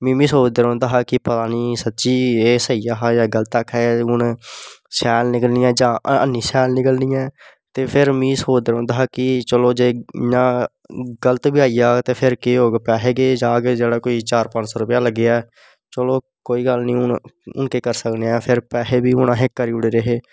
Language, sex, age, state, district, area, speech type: Dogri, male, 18-30, Jammu and Kashmir, Samba, urban, spontaneous